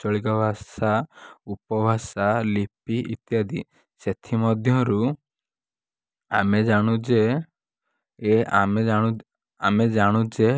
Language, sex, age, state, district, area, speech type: Odia, male, 18-30, Odisha, Kalahandi, rural, spontaneous